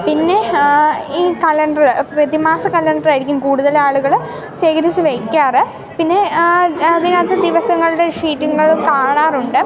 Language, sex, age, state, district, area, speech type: Malayalam, female, 18-30, Kerala, Idukki, rural, spontaneous